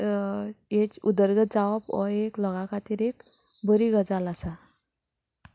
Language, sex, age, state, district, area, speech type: Goan Konkani, female, 30-45, Goa, Canacona, rural, spontaneous